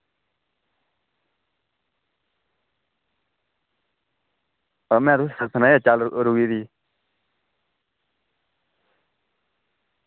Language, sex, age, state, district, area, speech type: Dogri, male, 30-45, Jammu and Kashmir, Udhampur, rural, conversation